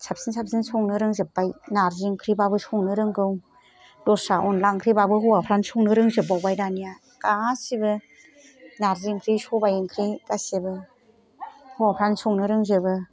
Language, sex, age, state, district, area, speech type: Bodo, female, 60+, Assam, Kokrajhar, urban, spontaneous